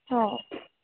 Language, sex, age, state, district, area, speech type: Marathi, female, 30-45, Maharashtra, Wardha, rural, conversation